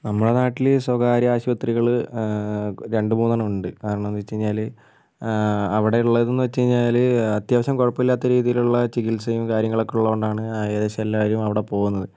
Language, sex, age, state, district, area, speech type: Malayalam, male, 45-60, Kerala, Wayanad, rural, spontaneous